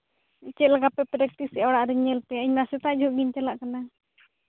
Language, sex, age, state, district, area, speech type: Santali, female, 18-30, Jharkhand, Seraikela Kharsawan, rural, conversation